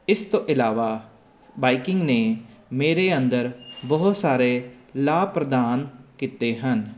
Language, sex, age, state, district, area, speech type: Punjabi, male, 30-45, Punjab, Jalandhar, urban, spontaneous